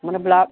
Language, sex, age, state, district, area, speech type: Odia, female, 45-60, Odisha, Angul, rural, conversation